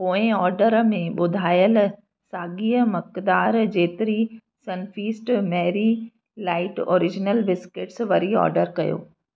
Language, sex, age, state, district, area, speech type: Sindhi, female, 30-45, Madhya Pradesh, Katni, rural, read